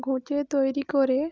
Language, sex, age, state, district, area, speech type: Bengali, female, 18-30, West Bengal, Uttar Dinajpur, urban, spontaneous